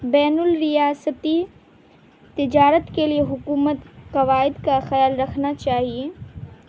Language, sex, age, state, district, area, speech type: Urdu, female, 18-30, Bihar, Madhubani, rural, spontaneous